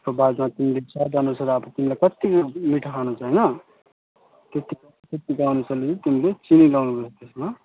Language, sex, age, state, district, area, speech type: Nepali, male, 18-30, West Bengal, Alipurduar, urban, conversation